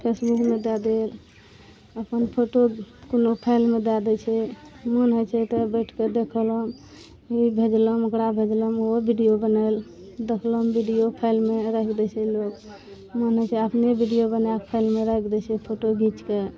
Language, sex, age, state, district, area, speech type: Maithili, male, 30-45, Bihar, Araria, rural, spontaneous